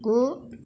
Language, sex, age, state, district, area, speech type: Bodo, female, 60+, Assam, Kokrajhar, rural, read